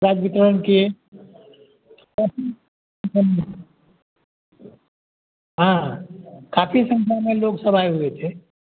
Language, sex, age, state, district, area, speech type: Hindi, male, 60+, Bihar, Madhepura, urban, conversation